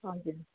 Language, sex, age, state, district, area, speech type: Nepali, female, 45-60, West Bengal, Darjeeling, rural, conversation